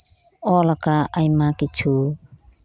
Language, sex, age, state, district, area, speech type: Santali, female, 45-60, West Bengal, Birbhum, rural, spontaneous